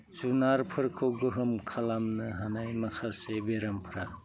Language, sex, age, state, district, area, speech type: Bodo, male, 45-60, Assam, Udalguri, rural, spontaneous